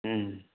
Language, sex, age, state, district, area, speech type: Tamil, male, 45-60, Tamil Nadu, Dharmapuri, urban, conversation